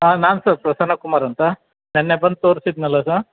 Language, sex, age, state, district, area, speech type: Kannada, male, 60+, Karnataka, Chamarajanagar, rural, conversation